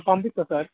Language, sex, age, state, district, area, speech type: Telugu, male, 18-30, Telangana, Khammam, urban, conversation